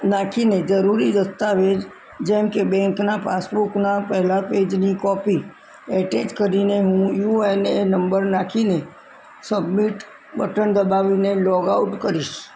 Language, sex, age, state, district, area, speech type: Gujarati, female, 60+, Gujarat, Kheda, rural, spontaneous